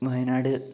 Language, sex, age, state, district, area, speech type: Malayalam, male, 18-30, Kerala, Wayanad, rural, spontaneous